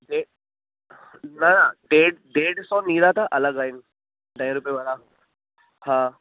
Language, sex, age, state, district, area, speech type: Sindhi, male, 18-30, Delhi, South Delhi, urban, conversation